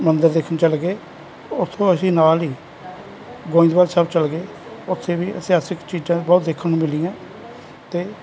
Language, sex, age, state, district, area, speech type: Punjabi, male, 45-60, Punjab, Kapurthala, urban, spontaneous